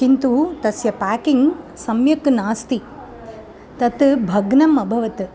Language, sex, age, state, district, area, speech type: Sanskrit, female, 45-60, Tamil Nadu, Chennai, urban, spontaneous